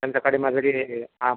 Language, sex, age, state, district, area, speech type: Marathi, male, 30-45, Maharashtra, Akola, rural, conversation